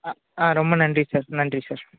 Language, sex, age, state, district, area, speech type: Tamil, male, 18-30, Tamil Nadu, Chennai, urban, conversation